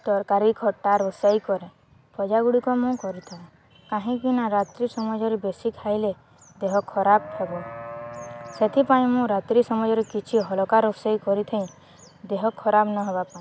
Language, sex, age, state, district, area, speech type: Odia, female, 18-30, Odisha, Balangir, urban, spontaneous